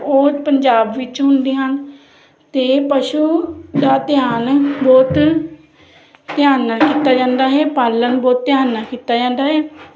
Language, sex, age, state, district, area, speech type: Punjabi, female, 30-45, Punjab, Jalandhar, urban, spontaneous